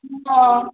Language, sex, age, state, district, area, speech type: Maithili, female, 18-30, Bihar, Samastipur, rural, conversation